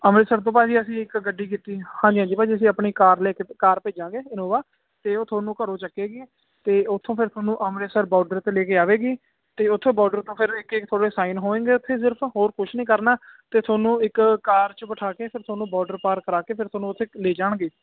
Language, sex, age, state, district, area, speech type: Punjabi, male, 18-30, Punjab, Hoshiarpur, rural, conversation